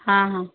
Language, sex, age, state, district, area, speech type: Marathi, female, 30-45, Maharashtra, Yavatmal, rural, conversation